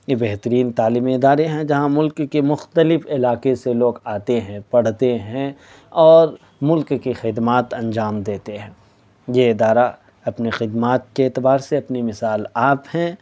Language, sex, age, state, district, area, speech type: Urdu, male, 18-30, Delhi, South Delhi, urban, spontaneous